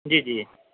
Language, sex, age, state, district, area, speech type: Urdu, male, 18-30, Bihar, Purnia, rural, conversation